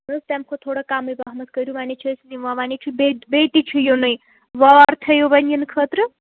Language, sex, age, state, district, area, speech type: Kashmiri, female, 18-30, Jammu and Kashmir, Srinagar, urban, conversation